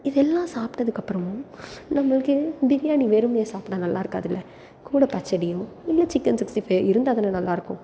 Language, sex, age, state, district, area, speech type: Tamil, female, 18-30, Tamil Nadu, Salem, urban, spontaneous